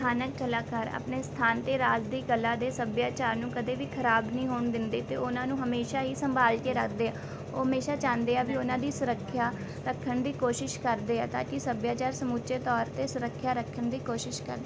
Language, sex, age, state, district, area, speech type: Punjabi, female, 18-30, Punjab, Rupnagar, urban, spontaneous